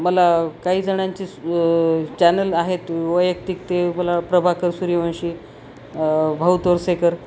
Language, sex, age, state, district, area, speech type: Marathi, female, 45-60, Maharashtra, Nanded, rural, spontaneous